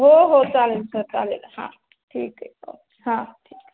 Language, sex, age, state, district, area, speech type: Marathi, female, 45-60, Maharashtra, Nanded, urban, conversation